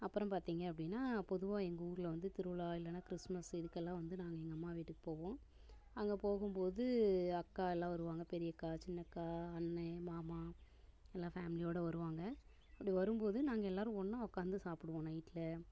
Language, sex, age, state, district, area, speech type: Tamil, female, 30-45, Tamil Nadu, Namakkal, rural, spontaneous